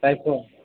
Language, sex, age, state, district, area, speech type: Odia, male, 18-30, Odisha, Sambalpur, rural, conversation